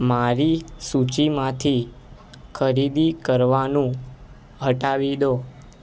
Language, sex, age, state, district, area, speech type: Gujarati, male, 18-30, Gujarat, Ahmedabad, urban, read